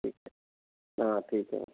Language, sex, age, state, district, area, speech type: Hindi, male, 60+, Madhya Pradesh, Gwalior, rural, conversation